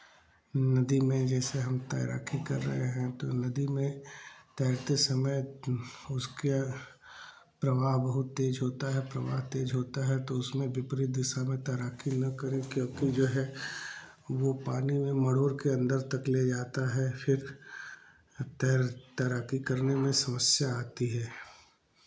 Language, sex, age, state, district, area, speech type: Hindi, male, 45-60, Uttar Pradesh, Chandauli, urban, spontaneous